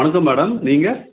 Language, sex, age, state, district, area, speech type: Tamil, male, 60+, Tamil Nadu, Tenkasi, rural, conversation